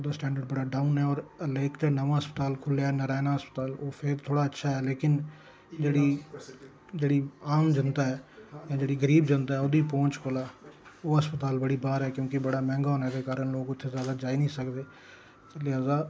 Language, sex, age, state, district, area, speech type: Dogri, male, 45-60, Jammu and Kashmir, Reasi, urban, spontaneous